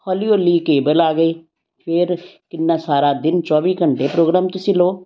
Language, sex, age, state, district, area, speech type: Punjabi, female, 60+, Punjab, Amritsar, urban, spontaneous